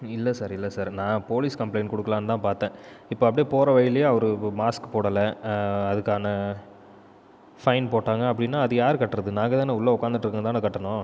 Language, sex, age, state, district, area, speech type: Tamil, male, 18-30, Tamil Nadu, Viluppuram, urban, spontaneous